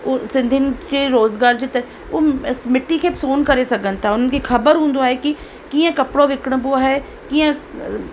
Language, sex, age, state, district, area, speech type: Sindhi, female, 45-60, Rajasthan, Ajmer, rural, spontaneous